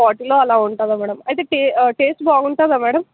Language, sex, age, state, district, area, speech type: Telugu, female, 18-30, Telangana, Nalgonda, urban, conversation